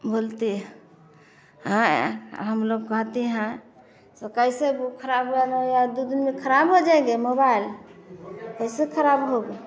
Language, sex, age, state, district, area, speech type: Hindi, female, 30-45, Bihar, Vaishali, rural, spontaneous